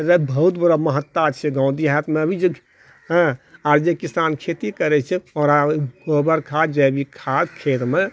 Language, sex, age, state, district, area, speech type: Maithili, male, 60+, Bihar, Purnia, rural, spontaneous